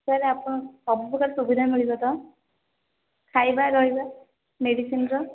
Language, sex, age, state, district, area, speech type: Odia, female, 18-30, Odisha, Puri, urban, conversation